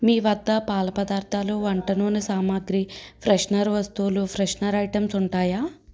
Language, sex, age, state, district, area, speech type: Telugu, female, 30-45, Andhra Pradesh, N T Rama Rao, urban, read